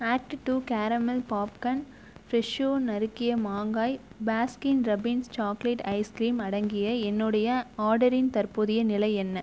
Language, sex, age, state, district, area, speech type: Tamil, female, 18-30, Tamil Nadu, Viluppuram, rural, read